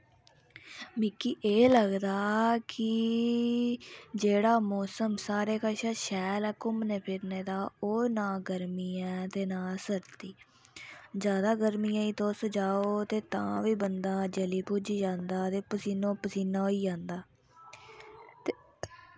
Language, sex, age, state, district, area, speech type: Dogri, female, 18-30, Jammu and Kashmir, Udhampur, rural, spontaneous